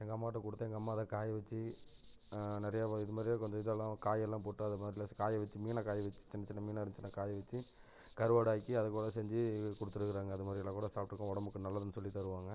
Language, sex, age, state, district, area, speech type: Tamil, male, 30-45, Tamil Nadu, Namakkal, rural, spontaneous